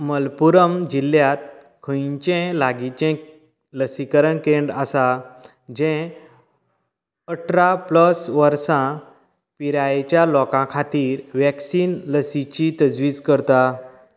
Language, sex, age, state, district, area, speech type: Goan Konkani, male, 30-45, Goa, Canacona, rural, read